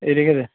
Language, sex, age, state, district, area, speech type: Bengali, male, 18-30, West Bengal, Paschim Medinipur, rural, conversation